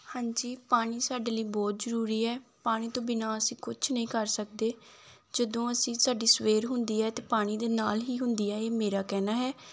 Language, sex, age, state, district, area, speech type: Punjabi, female, 18-30, Punjab, Gurdaspur, rural, spontaneous